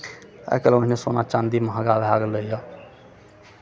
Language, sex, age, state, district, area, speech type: Maithili, male, 45-60, Bihar, Madhepura, rural, spontaneous